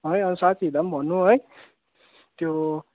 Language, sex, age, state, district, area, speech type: Nepali, male, 18-30, West Bengal, Kalimpong, rural, conversation